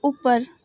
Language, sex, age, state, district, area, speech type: Hindi, female, 18-30, Uttar Pradesh, Bhadohi, rural, read